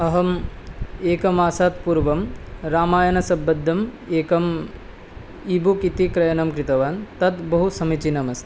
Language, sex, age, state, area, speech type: Sanskrit, male, 18-30, Tripura, rural, spontaneous